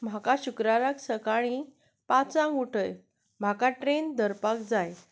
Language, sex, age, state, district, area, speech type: Goan Konkani, female, 30-45, Goa, Canacona, urban, read